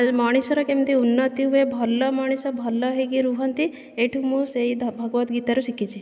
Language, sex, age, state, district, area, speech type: Odia, female, 18-30, Odisha, Dhenkanal, rural, spontaneous